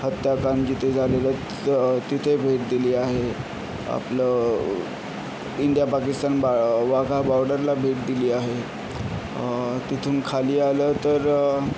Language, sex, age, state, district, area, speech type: Marathi, male, 18-30, Maharashtra, Yavatmal, rural, spontaneous